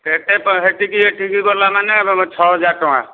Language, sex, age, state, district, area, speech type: Odia, male, 60+, Odisha, Angul, rural, conversation